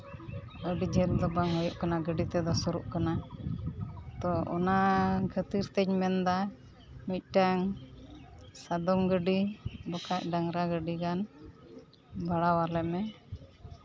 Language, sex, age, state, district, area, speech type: Santali, female, 45-60, West Bengal, Uttar Dinajpur, rural, spontaneous